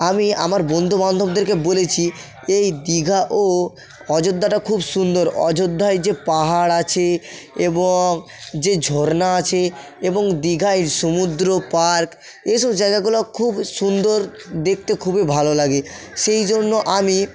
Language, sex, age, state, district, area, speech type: Bengali, male, 45-60, West Bengal, South 24 Parganas, rural, spontaneous